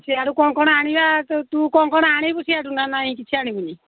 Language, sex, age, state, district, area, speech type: Odia, female, 60+, Odisha, Jharsuguda, rural, conversation